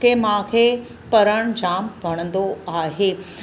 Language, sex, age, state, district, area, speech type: Sindhi, female, 45-60, Maharashtra, Mumbai City, urban, spontaneous